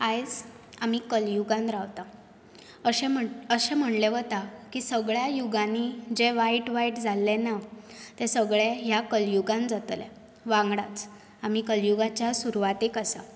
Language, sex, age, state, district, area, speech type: Goan Konkani, female, 18-30, Goa, Bardez, urban, spontaneous